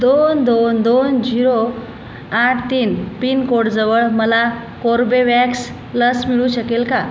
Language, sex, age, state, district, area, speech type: Marathi, female, 45-60, Maharashtra, Buldhana, rural, read